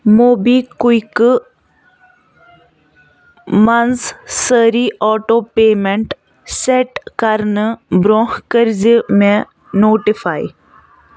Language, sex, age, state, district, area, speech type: Kashmiri, female, 60+, Jammu and Kashmir, Ganderbal, rural, read